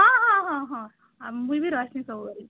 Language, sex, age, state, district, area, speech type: Odia, female, 60+, Odisha, Boudh, rural, conversation